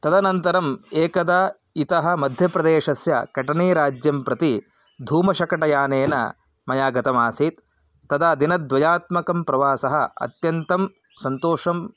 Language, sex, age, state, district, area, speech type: Sanskrit, male, 30-45, Karnataka, Chikkamagaluru, rural, spontaneous